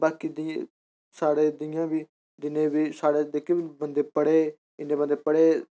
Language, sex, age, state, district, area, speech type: Dogri, male, 30-45, Jammu and Kashmir, Udhampur, urban, spontaneous